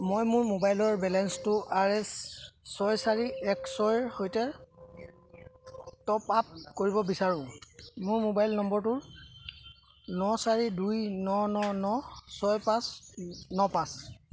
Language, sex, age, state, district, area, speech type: Assamese, male, 30-45, Assam, Charaideo, rural, read